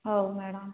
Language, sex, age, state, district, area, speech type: Odia, female, 30-45, Odisha, Sambalpur, rural, conversation